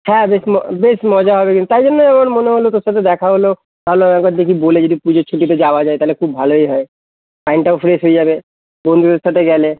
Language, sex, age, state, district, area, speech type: Bengali, male, 18-30, West Bengal, Kolkata, urban, conversation